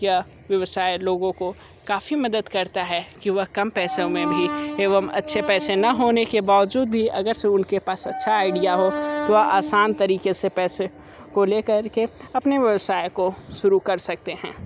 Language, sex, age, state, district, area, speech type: Hindi, male, 60+, Uttar Pradesh, Sonbhadra, rural, spontaneous